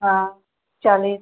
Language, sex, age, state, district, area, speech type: Hindi, female, 18-30, Uttar Pradesh, Chandauli, rural, conversation